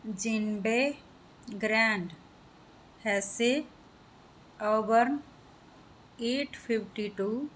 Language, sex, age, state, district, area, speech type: Punjabi, female, 30-45, Punjab, Muktsar, urban, spontaneous